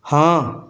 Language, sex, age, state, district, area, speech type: Punjabi, male, 45-60, Punjab, Pathankot, rural, read